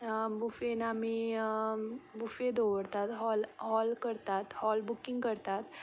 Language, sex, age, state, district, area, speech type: Goan Konkani, female, 18-30, Goa, Ponda, rural, spontaneous